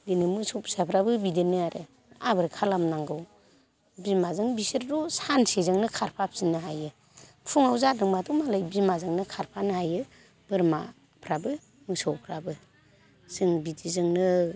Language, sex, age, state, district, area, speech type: Bodo, female, 60+, Assam, Chirang, rural, spontaneous